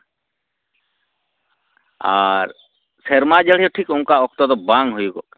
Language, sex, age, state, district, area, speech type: Santali, male, 45-60, West Bengal, Purulia, rural, conversation